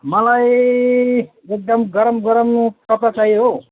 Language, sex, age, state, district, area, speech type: Nepali, male, 30-45, West Bengal, Alipurduar, urban, conversation